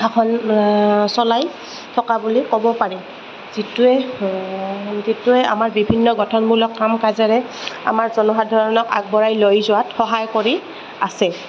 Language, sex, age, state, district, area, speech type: Assamese, female, 30-45, Assam, Goalpara, rural, spontaneous